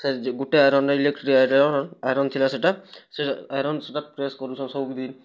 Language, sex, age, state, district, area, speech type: Odia, male, 18-30, Odisha, Kalahandi, rural, spontaneous